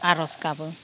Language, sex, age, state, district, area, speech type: Bodo, female, 45-60, Assam, Udalguri, rural, spontaneous